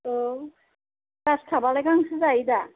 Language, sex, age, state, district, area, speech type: Bodo, female, 60+, Assam, Chirang, urban, conversation